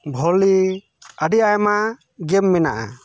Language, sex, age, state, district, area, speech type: Santali, male, 30-45, West Bengal, Bankura, rural, spontaneous